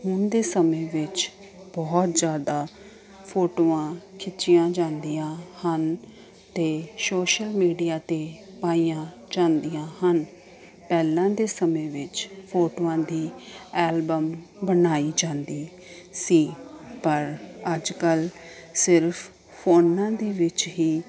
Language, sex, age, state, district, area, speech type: Punjabi, female, 30-45, Punjab, Ludhiana, urban, spontaneous